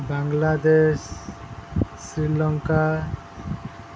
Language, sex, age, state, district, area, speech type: Odia, male, 30-45, Odisha, Sundergarh, urban, spontaneous